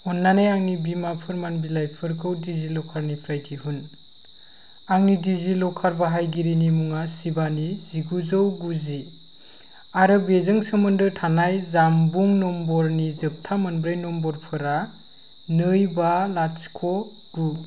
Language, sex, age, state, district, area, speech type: Bodo, male, 18-30, Assam, Kokrajhar, rural, read